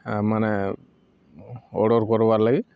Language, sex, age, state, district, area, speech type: Odia, male, 30-45, Odisha, Subarnapur, urban, spontaneous